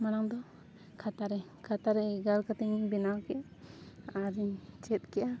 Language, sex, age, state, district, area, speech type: Santali, female, 30-45, Jharkhand, Bokaro, rural, spontaneous